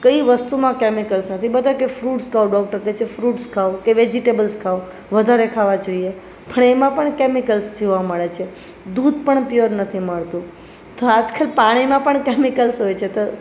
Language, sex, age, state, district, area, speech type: Gujarati, female, 30-45, Gujarat, Rajkot, urban, spontaneous